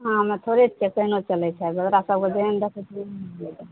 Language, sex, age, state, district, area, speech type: Maithili, female, 45-60, Bihar, Madhepura, rural, conversation